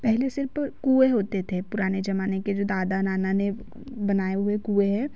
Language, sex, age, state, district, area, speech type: Hindi, female, 30-45, Madhya Pradesh, Betul, rural, spontaneous